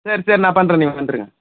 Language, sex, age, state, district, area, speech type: Tamil, male, 30-45, Tamil Nadu, Chengalpattu, rural, conversation